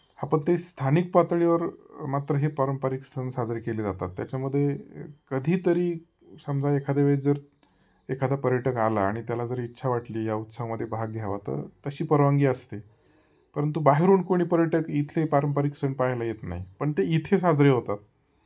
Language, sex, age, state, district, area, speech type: Marathi, male, 30-45, Maharashtra, Ahmednagar, rural, spontaneous